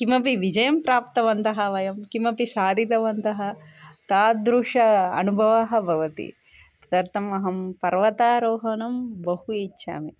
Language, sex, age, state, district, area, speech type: Sanskrit, female, 30-45, Telangana, Karimnagar, urban, spontaneous